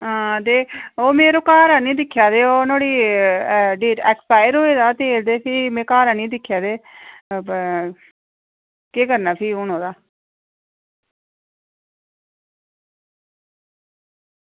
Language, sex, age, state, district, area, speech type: Dogri, female, 30-45, Jammu and Kashmir, Reasi, rural, conversation